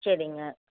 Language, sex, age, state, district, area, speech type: Tamil, female, 30-45, Tamil Nadu, Coimbatore, rural, conversation